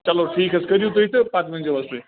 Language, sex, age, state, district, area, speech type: Kashmiri, male, 45-60, Jammu and Kashmir, Bandipora, rural, conversation